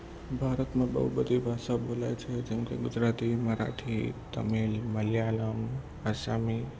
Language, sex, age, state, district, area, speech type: Gujarati, male, 18-30, Gujarat, Ahmedabad, urban, spontaneous